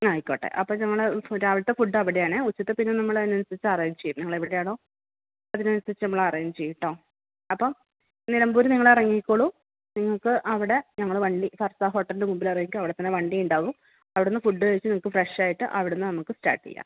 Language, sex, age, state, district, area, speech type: Malayalam, female, 30-45, Kerala, Malappuram, rural, conversation